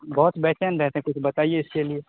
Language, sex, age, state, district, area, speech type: Urdu, male, 18-30, Bihar, Khagaria, rural, conversation